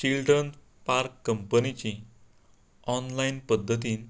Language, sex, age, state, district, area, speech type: Goan Konkani, male, 45-60, Goa, Canacona, rural, spontaneous